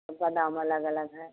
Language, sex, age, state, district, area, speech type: Hindi, female, 60+, Uttar Pradesh, Ayodhya, rural, conversation